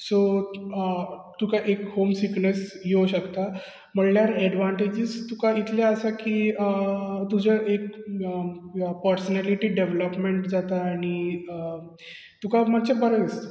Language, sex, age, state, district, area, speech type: Goan Konkani, male, 30-45, Goa, Bardez, urban, spontaneous